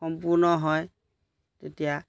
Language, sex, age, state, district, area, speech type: Assamese, male, 30-45, Assam, Majuli, urban, spontaneous